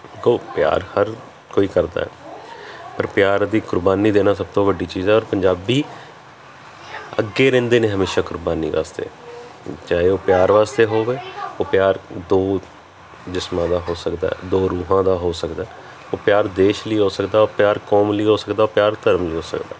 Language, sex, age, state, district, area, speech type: Punjabi, male, 30-45, Punjab, Kapurthala, urban, spontaneous